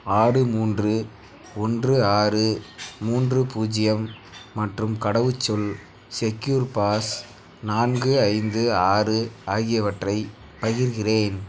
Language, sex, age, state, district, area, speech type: Tamil, male, 18-30, Tamil Nadu, Namakkal, rural, read